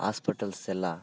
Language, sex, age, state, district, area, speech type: Kannada, male, 18-30, Karnataka, Bellary, rural, spontaneous